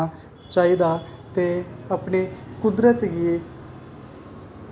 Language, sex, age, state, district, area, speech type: Dogri, male, 18-30, Jammu and Kashmir, Kathua, rural, spontaneous